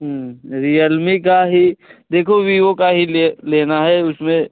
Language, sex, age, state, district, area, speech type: Hindi, male, 18-30, Uttar Pradesh, Jaunpur, rural, conversation